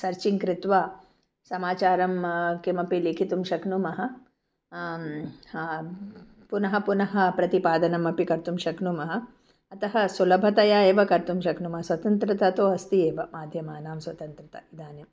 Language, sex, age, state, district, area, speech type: Sanskrit, female, 45-60, Karnataka, Bangalore Urban, urban, spontaneous